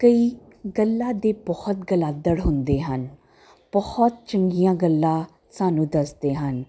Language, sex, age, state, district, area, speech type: Punjabi, female, 30-45, Punjab, Jalandhar, urban, spontaneous